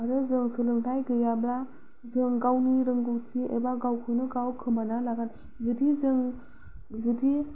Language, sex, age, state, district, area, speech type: Bodo, female, 18-30, Assam, Kokrajhar, rural, spontaneous